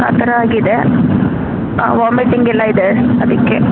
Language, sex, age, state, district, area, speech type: Kannada, female, 30-45, Karnataka, Hassan, urban, conversation